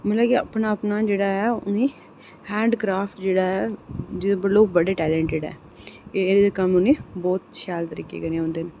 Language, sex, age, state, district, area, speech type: Dogri, female, 18-30, Jammu and Kashmir, Reasi, urban, spontaneous